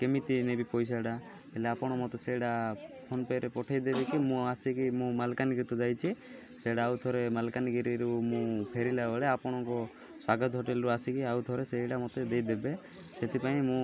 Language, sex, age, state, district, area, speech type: Odia, male, 18-30, Odisha, Malkangiri, urban, spontaneous